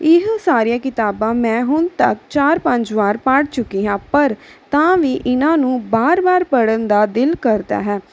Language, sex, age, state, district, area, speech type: Punjabi, female, 18-30, Punjab, Pathankot, urban, spontaneous